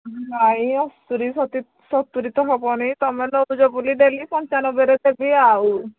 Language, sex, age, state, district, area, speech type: Odia, female, 60+, Odisha, Angul, rural, conversation